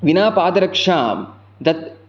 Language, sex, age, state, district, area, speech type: Sanskrit, male, 18-30, Karnataka, Chikkamagaluru, rural, spontaneous